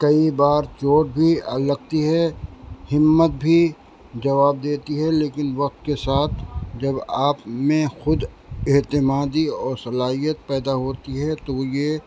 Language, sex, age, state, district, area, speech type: Urdu, male, 60+, Uttar Pradesh, Rampur, urban, spontaneous